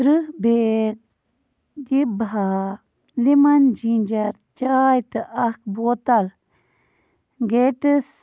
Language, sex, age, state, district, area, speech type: Kashmiri, female, 60+, Jammu and Kashmir, Budgam, rural, read